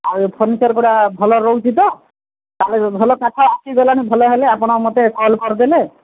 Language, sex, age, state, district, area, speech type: Odia, female, 45-60, Odisha, Sundergarh, rural, conversation